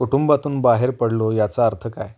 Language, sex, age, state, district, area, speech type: Marathi, male, 18-30, Maharashtra, Kolhapur, urban, read